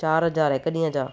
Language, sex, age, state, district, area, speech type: Sindhi, female, 30-45, Maharashtra, Thane, urban, spontaneous